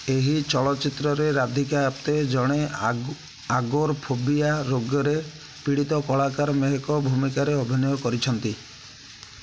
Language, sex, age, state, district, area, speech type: Odia, male, 30-45, Odisha, Jagatsinghpur, rural, read